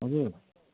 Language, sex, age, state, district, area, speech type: Nepali, male, 30-45, West Bengal, Darjeeling, rural, conversation